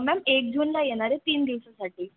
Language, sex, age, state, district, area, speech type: Marathi, female, 18-30, Maharashtra, Mumbai Suburban, urban, conversation